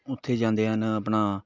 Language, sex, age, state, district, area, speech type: Punjabi, male, 30-45, Punjab, Patiala, rural, spontaneous